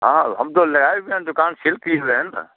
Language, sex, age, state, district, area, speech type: Hindi, male, 60+, Bihar, Muzaffarpur, rural, conversation